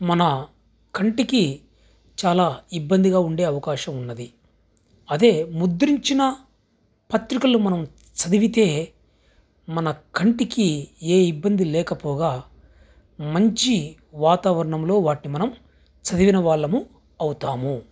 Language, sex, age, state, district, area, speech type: Telugu, male, 30-45, Andhra Pradesh, Krishna, urban, spontaneous